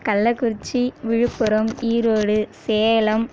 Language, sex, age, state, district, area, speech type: Tamil, female, 18-30, Tamil Nadu, Kallakurichi, rural, spontaneous